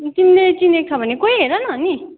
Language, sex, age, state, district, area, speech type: Nepali, female, 18-30, West Bengal, Kalimpong, rural, conversation